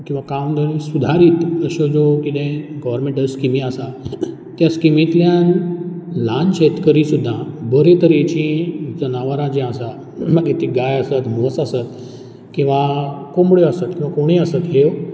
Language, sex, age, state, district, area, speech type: Goan Konkani, male, 30-45, Goa, Ponda, rural, spontaneous